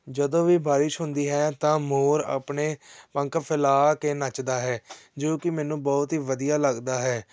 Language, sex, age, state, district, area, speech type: Punjabi, male, 18-30, Punjab, Tarn Taran, urban, spontaneous